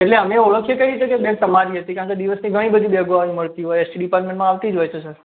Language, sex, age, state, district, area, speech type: Gujarati, male, 45-60, Gujarat, Mehsana, rural, conversation